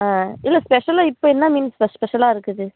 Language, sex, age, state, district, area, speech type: Tamil, female, 18-30, Tamil Nadu, Kallakurichi, urban, conversation